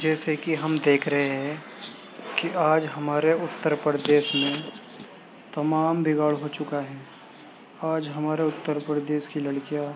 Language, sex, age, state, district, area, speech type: Urdu, male, 18-30, Uttar Pradesh, Gautam Buddha Nagar, urban, spontaneous